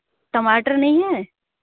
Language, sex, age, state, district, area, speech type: Hindi, female, 18-30, Uttar Pradesh, Varanasi, rural, conversation